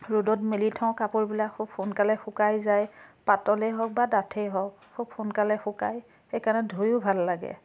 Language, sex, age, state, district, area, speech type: Assamese, female, 30-45, Assam, Biswanath, rural, spontaneous